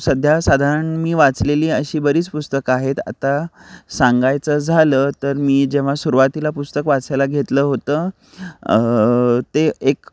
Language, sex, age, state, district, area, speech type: Marathi, male, 30-45, Maharashtra, Kolhapur, urban, spontaneous